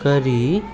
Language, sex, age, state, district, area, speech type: Dogri, male, 30-45, Jammu and Kashmir, Jammu, rural, read